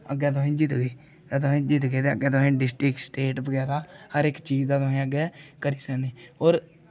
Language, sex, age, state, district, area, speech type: Dogri, male, 18-30, Jammu and Kashmir, Kathua, rural, spontaneous